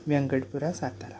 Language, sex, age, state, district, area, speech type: Marathi, male, 30-45, Maharashtra, Satara, urban, spontaneous